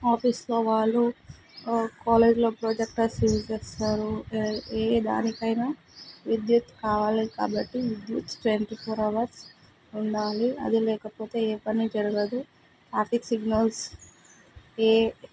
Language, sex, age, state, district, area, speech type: Telugu, female, 18-30, Telangana, Mahbubnagar, urban, spontaneous